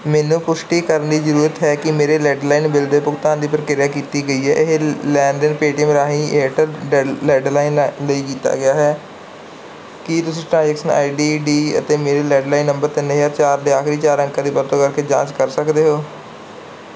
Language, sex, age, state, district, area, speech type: Punjabi, male, 30-45, Punjab, Barnala, rural, read